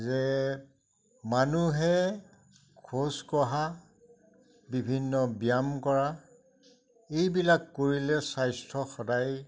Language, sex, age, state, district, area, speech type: Assamese, male, 60+, Assam, Majuli, rural, spontaneous